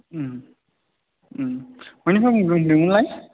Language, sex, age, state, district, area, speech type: Bodo, male, 18-30, Assam, Chirang, urban, conversation